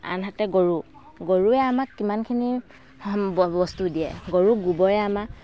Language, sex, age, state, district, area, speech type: Assamese, female, 45-60, Assam, Dhemaji, rural, spontaneous